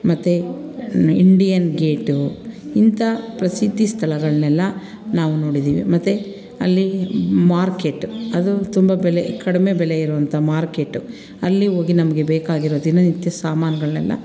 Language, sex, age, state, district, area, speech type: Kannada, female, 45-60, Karnataka, Mandya, rural, spontaneous